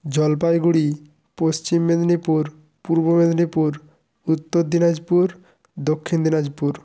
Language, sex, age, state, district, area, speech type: Bengali, male, 30-45, West Bengal, Jalpaiguri, rural, spontaneous